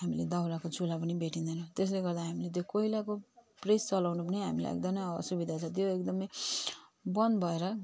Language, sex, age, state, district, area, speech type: Nepali, female, 45-60, West Bengal, Jalpaiguri, urban, spontaneous